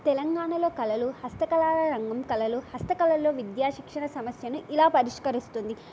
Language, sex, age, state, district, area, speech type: Telugu, female, 18-30, Telangana, Nagarkurnool, urban, spontaneous